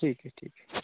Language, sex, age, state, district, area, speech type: Hindi, male, 45-60, Uttar Pradesh, Jaunpur, rural, conversation